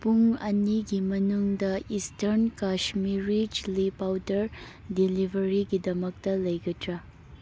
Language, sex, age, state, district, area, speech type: Manipuri, female, 18-30, Manipur, Churachandpur, rural, read